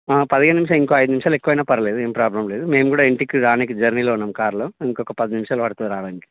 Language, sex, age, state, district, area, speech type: Telugu, male, 30-45, Telangana, Karimnagar, rural, conversation